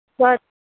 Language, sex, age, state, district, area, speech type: Manipuri, female, 60+, Manipur, Kangpokpi, urban, conversation